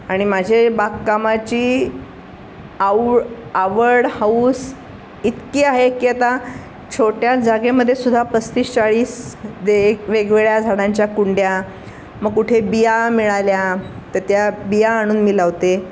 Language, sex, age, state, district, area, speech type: Marathi, female, 60+, Maharashtra, Pune, urban, spontaneous